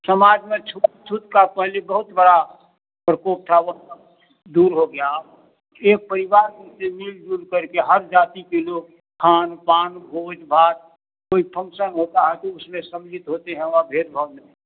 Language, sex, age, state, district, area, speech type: Hindi, male, 60+, Bihar, Madhepura, rural, conversation